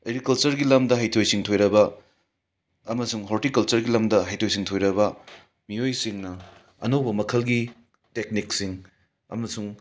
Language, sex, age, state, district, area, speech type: Manipuri, male, 60+, Manipur, Imphal West, urban, spontaneous